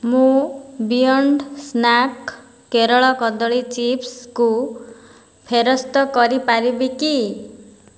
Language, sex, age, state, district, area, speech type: Odia, female, 30-45, Odisha, Boudh, rural, read